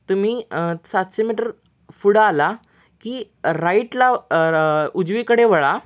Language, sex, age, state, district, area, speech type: Marathi, male, 18-30, Maharashtra, Sangli, urban, spontaneous